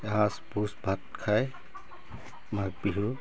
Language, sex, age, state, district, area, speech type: Assamese, male, 45-60, Assam, Tinsukia, rural, spontaneous